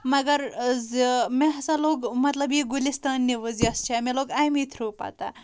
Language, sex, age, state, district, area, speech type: Kashmiri, female, 18-30, Jammu and Kashmir, Budgam, rural, spontaneous